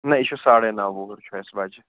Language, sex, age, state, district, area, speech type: Kashmiri, male, 18-30, Jammu and Kashmir, Srinagar, urban, conversation